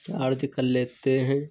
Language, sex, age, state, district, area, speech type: Hindi, male, 30-45, Uttar Pradesh, Lucknow, rural, spontaneous